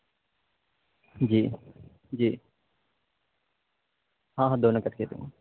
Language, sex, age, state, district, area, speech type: Urdu, male, 18-30, Delhi, North East Delhi, urban, conversation